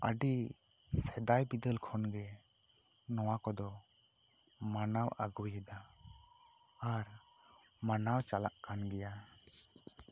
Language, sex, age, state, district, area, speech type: Santali, male, 30-45, West Bengal, Bankura, rural, spontaneous